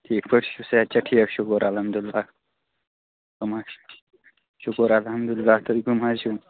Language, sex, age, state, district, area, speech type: Kashmiri, male, 30-45, Jammu and Kashmir, Bandipora, rural, conversation